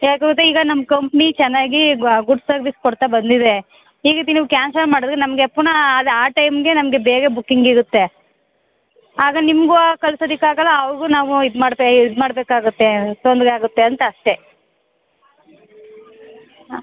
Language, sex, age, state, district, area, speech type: Kannada, female, 30-45, Karnataka, Chamarajanagar, rural, conversation